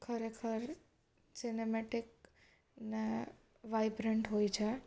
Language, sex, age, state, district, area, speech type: Gujarati, female, 18-30, Gujarat, Surat, urban, spontaneous